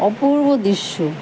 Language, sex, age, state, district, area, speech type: Bengali, female, 60+, West Bengal, Kolkata, urban, spontaneous